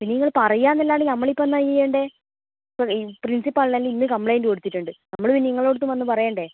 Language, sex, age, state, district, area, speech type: Malayalam, female, 18-30, Kerala, Kannur, rural, conversation